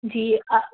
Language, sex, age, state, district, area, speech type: Urdu, female, 18-30, Delhi, North West Delhi, urban, conversation